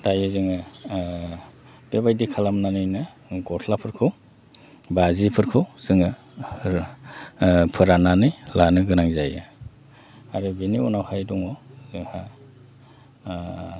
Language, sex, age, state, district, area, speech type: Bodo, male, 45-60, Assam, Udalguri, rural, spontaneous